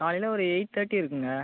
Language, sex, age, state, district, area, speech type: Tamil, male, 18-30, Tamil Nadu, Cuddalore, rural, conversation